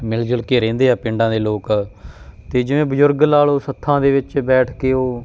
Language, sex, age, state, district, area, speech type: Punjabi, male, 30-45, Punjab, Bathinda, rural, spontaneous